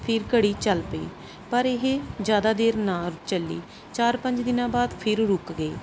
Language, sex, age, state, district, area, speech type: Punjabi, male, 45-60, Punjab, Pathankot, rural, spontaneous